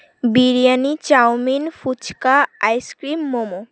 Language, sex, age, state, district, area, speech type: Bengali, female, 18-30, West Bengal, Uttar Dinajpur, urban, spontaneous